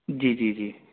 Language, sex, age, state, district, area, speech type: Urdu, male, 18-30, Delhi, Central Delhi, urban, conversation